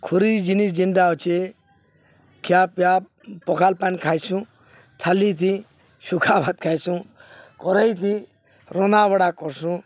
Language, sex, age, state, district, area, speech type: Odia, male, 45-60, Odisha, Balangir, urban, spontaneous